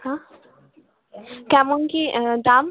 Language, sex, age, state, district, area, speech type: Bengali, female, 18-30, West Bengal, Birbhum, urban, conversation